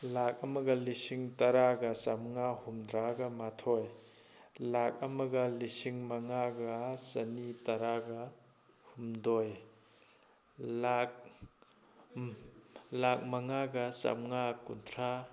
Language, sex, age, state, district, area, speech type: Manipuri, male, 45-60, Manipur, Thoubal, rural, spontaneous